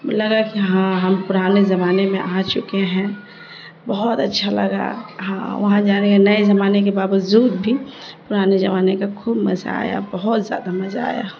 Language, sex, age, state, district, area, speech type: Urdu, female, 30-45, Bihar, Darbhanga, urban, spontaneous